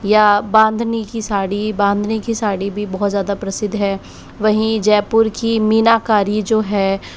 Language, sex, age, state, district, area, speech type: Hindi, female, 60+, Rajasthan, Jaipur, urban, spontaneous